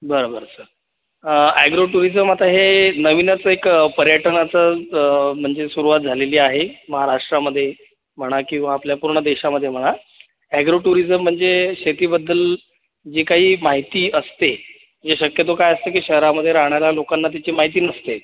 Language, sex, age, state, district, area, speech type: Marathi, male, 30-45, Maharashtra, Buldhana, urban, conversation